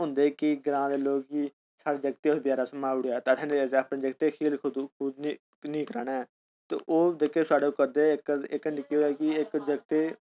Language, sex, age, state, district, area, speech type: Dogri, male, 30-45, Jammu and Kashmir, Udhampur, urban, spontaneous